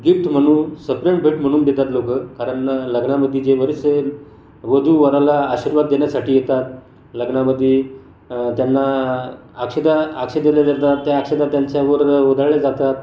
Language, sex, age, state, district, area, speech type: Marathi, male, 45-60, Maharashtra, Buldhana, rural, spontaneous